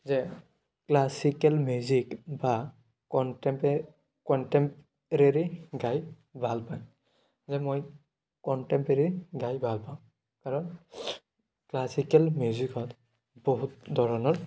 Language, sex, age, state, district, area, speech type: Assamese, male, 30-45, Assam, Biswanath, rural, spontaneous